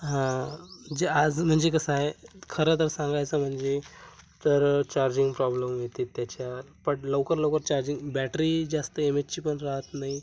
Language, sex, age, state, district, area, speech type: Marathi, male, 18-30, Maharashtra, Gadchiroli, rural, spontaneous